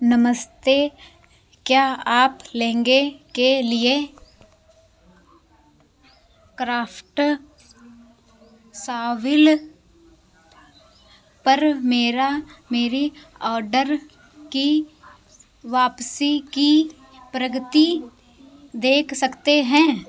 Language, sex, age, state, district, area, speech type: Hindi, female, 45-60, Uttar Pradesh, Hardoi, rural, read